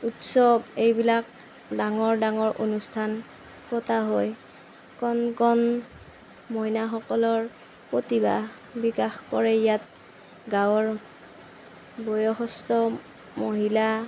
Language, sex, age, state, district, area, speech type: Assamese, female, 30-45, Assam, Darrang, rural, spontaneous